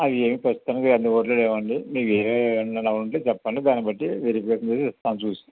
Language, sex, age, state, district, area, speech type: Telugu, male, 60+, Andhra Pradesh, Anakapalli, rural, conversation